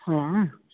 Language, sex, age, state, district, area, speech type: Punjabi, male, 18-30, Punjab, Bathinda, rural, conversation